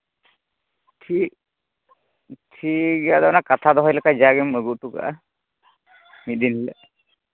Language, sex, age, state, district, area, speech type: Santali, male, 18-30, Jharkhand, Pakur, rural, conversation